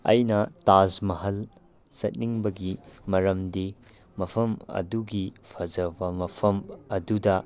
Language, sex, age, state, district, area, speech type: Manipuri, male, 18-30, Manipur, Tengnoupal, rural, spontaneous